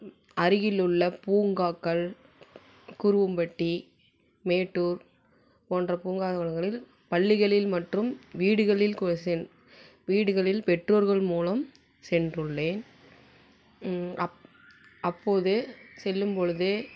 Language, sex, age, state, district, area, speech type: Tamil, female, 18-30, Tamil Nadu, Salem, rural, spontaneous